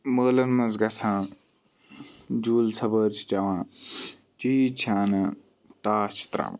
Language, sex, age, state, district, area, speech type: Kashmiri, male, 18-30, Jammu and Kashmir, Ganderbal, rural, spontaneous